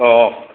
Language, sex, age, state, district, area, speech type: Assamese, male, 60+, Assam, Goalpara, urban, conversation